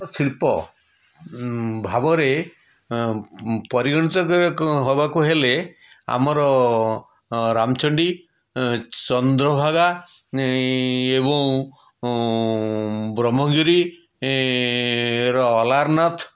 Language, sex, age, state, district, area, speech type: Odia, male, 60+, Odisha, Puri, urban, spontaneous